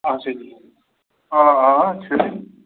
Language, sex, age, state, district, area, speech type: Kashmiri, male, 30-45, Jammu and Kashmir, Bandipora, rural, conversation